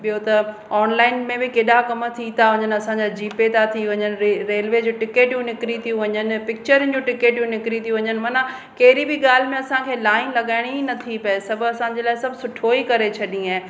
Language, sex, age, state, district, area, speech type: Sindhi, female, 45-60, Maharashtra, Pune, urban, spontaneous